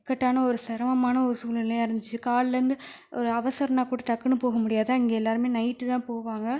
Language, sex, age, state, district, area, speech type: Tamil, female, 18-30, Tamil Nadu, Pudukkottai, rural, spontaneous